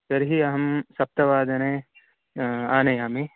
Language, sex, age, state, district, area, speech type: Sanskrit, male, 18-30, Karnataka, Chikkamagaluru, rural, conversation